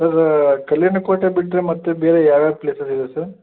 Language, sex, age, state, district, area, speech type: Kannada, male, 18-30, Karnataka, Chitradurga, urban, conversation